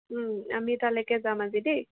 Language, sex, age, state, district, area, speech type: Assamese, female, 18-30, Assam, Jorhat, urban, conversation